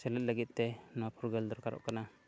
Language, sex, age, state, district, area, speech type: Santali, male, 30-45, Jharkhand, East Singhbhum, rural, spontaneous